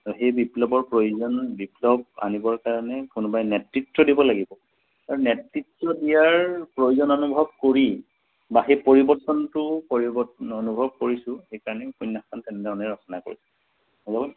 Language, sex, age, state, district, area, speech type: Assamese, male, 30-45, Assam, Majuli, urban, conversation